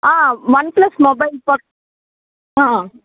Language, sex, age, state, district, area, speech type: Telugu, female, 60+, Andhra Pradesh, Chittoor, rural, conversation